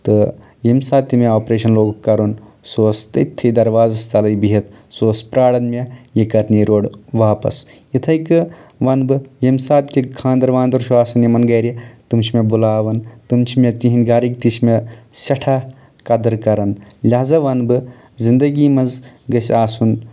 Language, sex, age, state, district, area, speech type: Kashmiri, male, 18-30, Jammu and Kashmir, Anantnag, rural, spontaneous